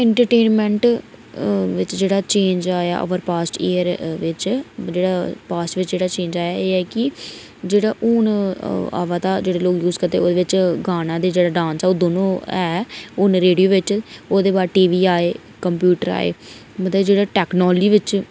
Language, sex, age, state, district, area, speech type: Dogri, female, 18-30, Jammu and Kashmir, Reasi, rural, spontaneous